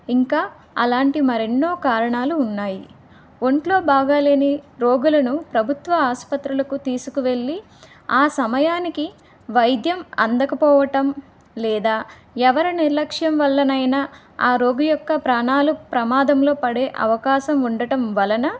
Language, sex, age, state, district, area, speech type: Telugu, female, 18-30, Andhra Pradesh, Vizianagaram, rural, spontaneous